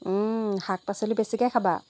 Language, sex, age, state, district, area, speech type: Assamese, female, 30-45, Assam, Golaghat, rural, spontaneous